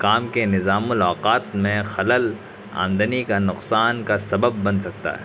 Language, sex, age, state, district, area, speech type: Urdu, male, 30-45, Delhi, South Delhi, rural, spontaneous